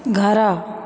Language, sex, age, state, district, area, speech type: Odia, female, 30-45, Odisha, Dhenkanal, rural, read